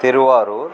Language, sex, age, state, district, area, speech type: Tamil, male, 45-60, Tamil Nadu, Sivaganga, rural, spontaneous